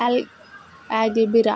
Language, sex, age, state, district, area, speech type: Telugu, female, 18-30, Andhra Pradesh, Kakinada, urban, spontaneous